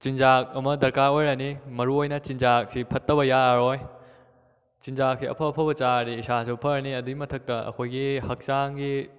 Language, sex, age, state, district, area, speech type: Manipuri, male, 18-30, Manipur, Kakching, rural, spontaneous